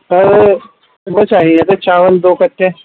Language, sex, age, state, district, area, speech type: Urdu, male, 30-45, Uttar Pradesh, Muzaffarnagar, urban, conversation